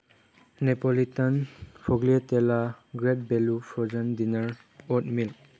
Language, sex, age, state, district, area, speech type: Manipuri, male, 18-30, Manipur, Chandel, rural, spontaneous